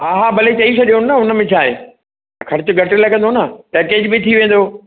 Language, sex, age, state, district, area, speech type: Sindhi, male, 60+, Maharashtra, Mumbai Suburban, urban, conversation